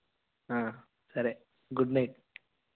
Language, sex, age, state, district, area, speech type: Telugu, male, 18-30, Andhra Pradesh, Sri Balaji, rural, conversation